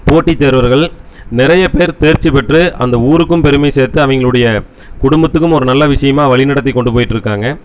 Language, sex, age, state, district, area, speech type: Tamil, male, 30-45, Tamil Nadu, Erode, rural, spontaneous